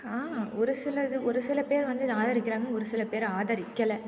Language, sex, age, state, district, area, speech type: Tamil, female, 18-30, Tamil Nadu, Thanjavur, rural, spontaneous